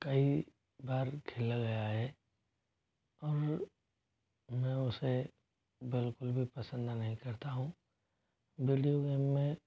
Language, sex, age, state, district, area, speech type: Hindi, male, 18-30, Rajasthan, Jodhpur, rural, spontaneous